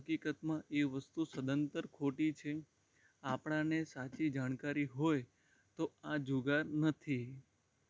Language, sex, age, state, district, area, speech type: Gujarati, male, 18-30, Gujarat, Anand, rural, spontaneous